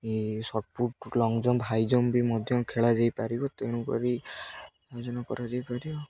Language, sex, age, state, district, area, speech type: Odia, male, 18-30, Odisha, Jagatsinghpur, rural, spontaneous